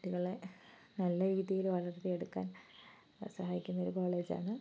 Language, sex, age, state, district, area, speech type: Malayalam, female, 18-30, Kerala, Wayanad, rural, spontaneous